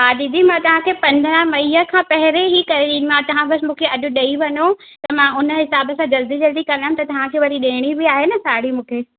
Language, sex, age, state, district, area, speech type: Sindhi, female, 18-30, Madhya Pradesh, Katni, rural, conversation